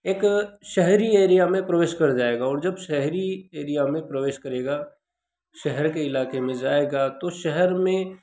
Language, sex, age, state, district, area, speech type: Hindi, male, 30-45, Madhya Pradesh, Ujjain, rural, spontaneous